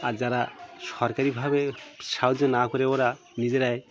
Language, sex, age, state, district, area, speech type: Bengali, male, 45-60, West Bengal, Birbhum, urban, spontaneous